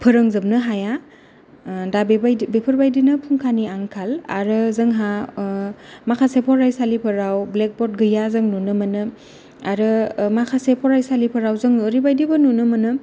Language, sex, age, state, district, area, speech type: Bodo, female, 30-45, Assam, Kokrajhar, rural, spontaneous